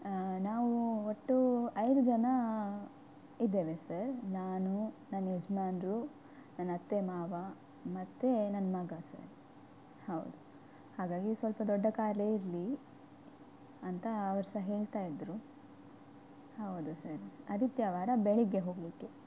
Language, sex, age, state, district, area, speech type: Kannada, female, 18-30, Karnataka, Udupi, rural, spontaneous